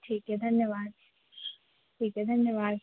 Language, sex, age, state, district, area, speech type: Hindi, female, 18-30, Madhya Pradesh, Harda, urban, conversation